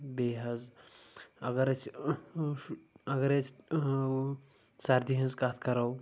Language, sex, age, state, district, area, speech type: Kashmiri, male, 18-30, Jammu and Kashmir, Kulgam, urban, spontaneous